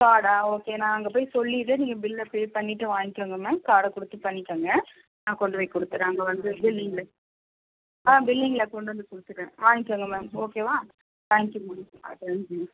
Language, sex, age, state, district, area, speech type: Tamil, female, 45-60, Tamil Nadu, Chennai, urban, conversation